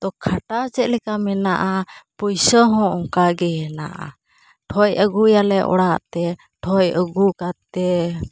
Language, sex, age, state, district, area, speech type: Santali, female, 30-45, West Bengal, Uttar Dinajpur, rural, spontaneous